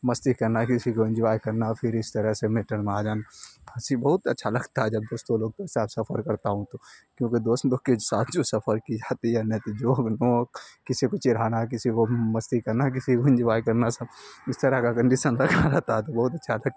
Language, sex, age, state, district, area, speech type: Urdu, male, 18-30, Bihar, Khagaria, rural, spontaneous